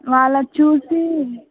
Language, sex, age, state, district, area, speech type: Telugu, female, 18-30, Andhra Pradesh, Guntur, urban, conversation